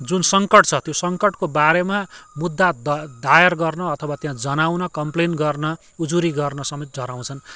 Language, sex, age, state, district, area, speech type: Nepali, male, 45-60, West Bengal, Kalimpong, rural, spontaneous